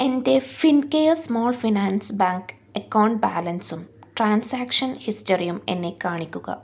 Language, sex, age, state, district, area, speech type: Malayalam, female, 18-30, Kerala, Kannur, rural, read